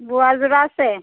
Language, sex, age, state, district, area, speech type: Assamese, female, 45-60, Assam, Darrang, rural, conversation